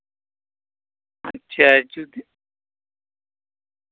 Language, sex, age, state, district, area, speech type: Santali, male, 45-60, West Bengal, Bankura, rural, conversation